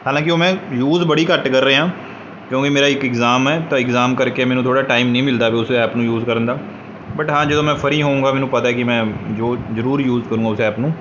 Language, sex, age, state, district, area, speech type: Punjabi, male, 18-30, Punjab, Kapurthala, rural, spontaneous